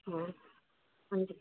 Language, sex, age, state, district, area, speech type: Dogri, female, 30-45, Jammu and Kashmir, Udhampur, urban, conversation